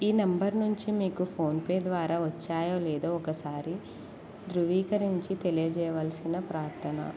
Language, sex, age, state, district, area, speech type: Telugu, female, 18-30, Andhra Pradesh, Kurnool, rural, spontaneous